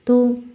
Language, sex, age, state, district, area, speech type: Assamese, female, 18-30, Assam, Kamrup Metropolitan, urban, spontaneous